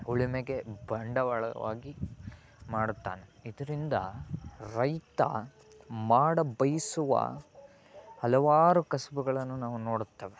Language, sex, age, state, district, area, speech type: Kannada, male, 18-30, Karnataka, Chitradurga, rural, spontaneous